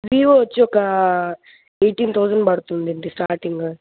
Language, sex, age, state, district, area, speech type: Telugu, female, 18-30, Andhra Pradesh, Kadapa, rural, conversation